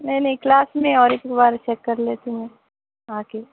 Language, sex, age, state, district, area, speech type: Urdu, female, 30-45, Telangana, Hyderabad, urban, conversation